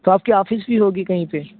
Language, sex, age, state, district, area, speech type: Urdu, male, 18-30, Uttar Pradesh, Siddharthnagar, rural, conversation